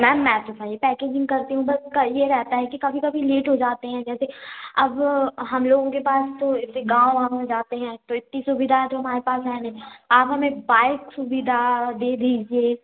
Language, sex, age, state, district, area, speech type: Hindi, female, 18-30, Madhya Pradesh, Hoshangabad, urban, conversation